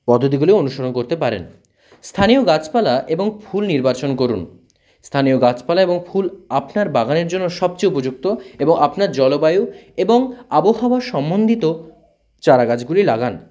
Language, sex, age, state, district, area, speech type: Bengali, male, 30-45, West Bengal, South 24 Parganas, rural, spontaneous